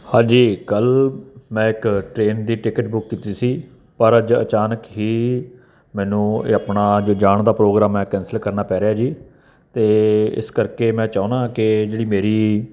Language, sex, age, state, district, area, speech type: Punjabi, male, 45-60, Punjab, Barnala, urban, spontaneous